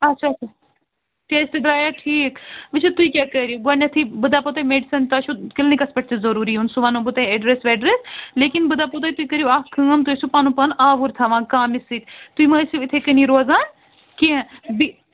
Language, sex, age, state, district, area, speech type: Kashmiri, female, 30-45, Jammu and Kashmir, Srinagar, urban, conversation